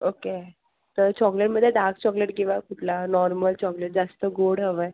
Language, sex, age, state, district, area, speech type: Marathi, female, 18-30, Maharashtra, Thane, urban, conversation